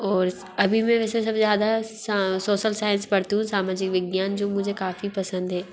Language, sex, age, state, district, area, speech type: Hindi, female, 18-30, Madhya Pradesh, Bhopal, urban, spontaneous